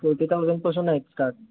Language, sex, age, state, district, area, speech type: Marathi, male, 18-30, Maharashtra, Sangli, urban, conversation